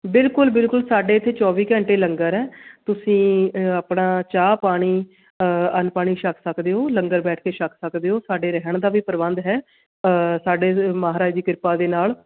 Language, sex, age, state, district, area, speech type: Punjabi, female, 30-45, Punjab, Shaheed Bhagat Singh Nagar, urban, conversation